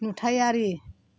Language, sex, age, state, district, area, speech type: Bodo, female, 45-60, Assam, Chirang, rural, read